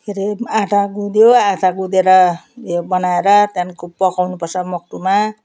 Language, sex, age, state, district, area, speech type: Nepali, female, 60+, West Bengal, Jalpaiguri, rural, spontaneous